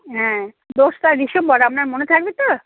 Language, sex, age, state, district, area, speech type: Bengali, female, 60+, West Bengal, Birbhum, urban, conversation